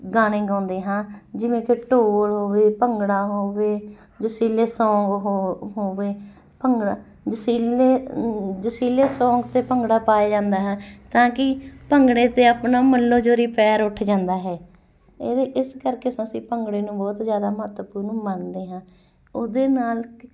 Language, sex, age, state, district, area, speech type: Punjabi, female, 30-45, Punjab, Muktsar, urban, spontaneous